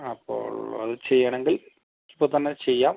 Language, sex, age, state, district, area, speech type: Malayalam, male, 45-60, Kerala, Palakkad, rural, conversation